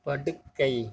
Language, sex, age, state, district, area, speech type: Tamil, male, 30-45, Tamil Nadu, Tiruvarur, urban, read